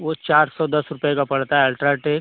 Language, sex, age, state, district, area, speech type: Hindi, male, 18-30, Uttar Pradesh, Ghazipur, rural, conversation